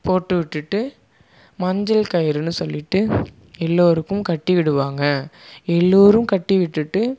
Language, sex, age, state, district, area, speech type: Tamil, male, 30-45, Tamil Nadu, Mayiladuthurai, rural, spontaneous